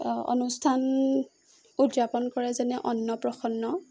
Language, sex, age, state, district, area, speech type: Assamese, female, 18-30, Assam, Jorhat, urban, spontaneous